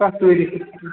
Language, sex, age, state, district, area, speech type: Kashmiri, male, 30-45, Jammu and Kashmir, Bandipora, urban, conversation